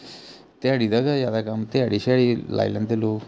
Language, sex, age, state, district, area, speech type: Dogri, male, 30-45, Jammu and Kashmir, Jammu, rural, spontaneous